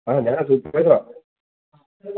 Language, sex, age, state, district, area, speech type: Malayalam, male, 18-30, Kerala, Pathanamthitta, rural, conversation